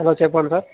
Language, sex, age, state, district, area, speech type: Telugu, male, 18-30, Telangana, Sangareddy, urban, conversation